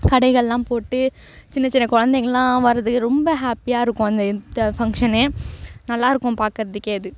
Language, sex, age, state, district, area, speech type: Tamil, female, 18-30, Tamil Nadu, Thanjavur, urban, spontaneous